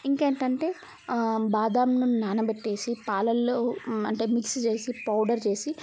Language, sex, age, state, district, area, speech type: Telugu, female, 18-30, Telangana, Mancherial, rural, spontaneous